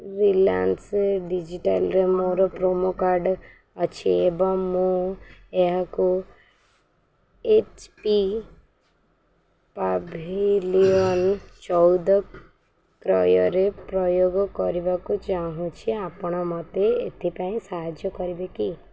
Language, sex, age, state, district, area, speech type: Odia, female, 18-30, Odisha, Sundergarh, urban, read